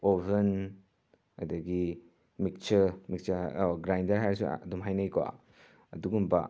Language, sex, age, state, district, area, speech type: Manipuri, male, 45-60, Manipur, Imphal West, urban, spontaneous